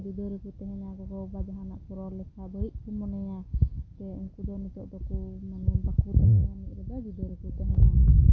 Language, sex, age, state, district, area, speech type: Santali, female, 18-30, West Bengal, Malda, rural, spontaneous